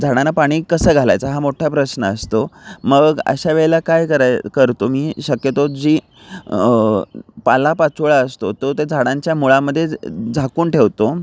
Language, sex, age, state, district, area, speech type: Marathi, male, 30-45, Maharashtra, Kolhapur, urban, spontaneous